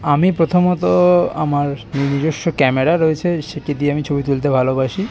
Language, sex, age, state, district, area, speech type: Bengali, male, 30-45, West Bengal, Kolkata, urban, spontaneous